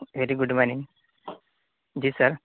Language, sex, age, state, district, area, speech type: Urdu, male, 18-30, Uttar Pradesh, Saharanpur, urban, conversation